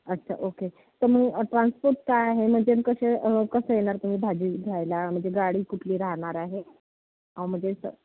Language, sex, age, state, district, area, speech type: Marathi, female, 30-45, Maharashtra, Yavatmal, rural, conversation